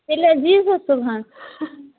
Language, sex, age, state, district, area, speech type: Kashmiri, female, 18-30, Jammu and Kashmir, Budgam, rural, conversation